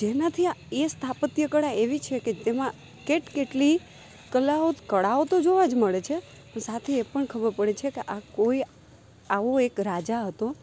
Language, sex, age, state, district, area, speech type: Gujarati, female, 30-45, Gujarat, Rajkot, rural, spontaneous